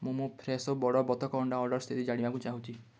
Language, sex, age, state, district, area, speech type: Odia, male, 18-30, Odisha, Kalahandi, rural, read